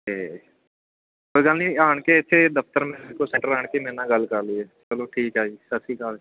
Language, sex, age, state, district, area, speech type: Punjabi, male, 30-45, Punjab, Kapurthala, rural, conversation